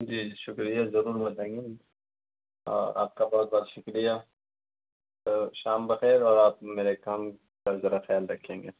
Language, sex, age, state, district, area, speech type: Urdu, male, 18-30, Delhi, South Delhi, rural, conversation